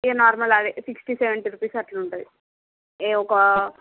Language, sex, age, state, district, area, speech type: Telugu, female, 30-45, Andhra Pradesh, Srikakulam, urban, conversation